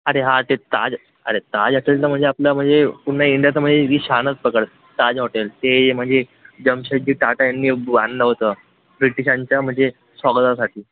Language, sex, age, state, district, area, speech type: Marathi, male, 18-30, Maharashtra, Thane, urban, conversation